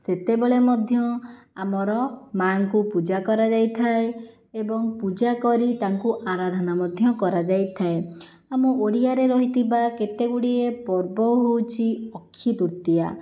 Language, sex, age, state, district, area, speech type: Odia, female, 60+, Odisha, Jajpur, rural, spontaneous